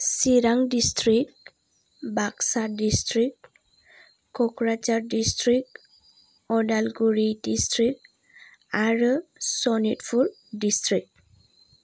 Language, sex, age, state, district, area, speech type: Bodo, female, 18-30, Assam, Chirang, urban, spontaneous